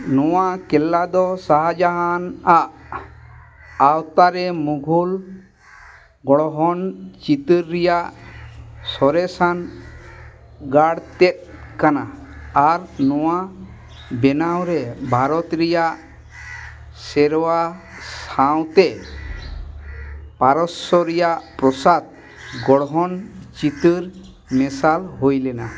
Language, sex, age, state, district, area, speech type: Santali, male, 60+, West Bengal, Dakshin Dinajpur, rural, read